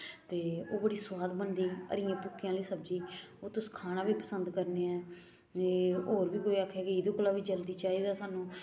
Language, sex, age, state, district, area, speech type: Dogri, female, 45-60, Jammu and Kashmir, Samba, urban, spontaneous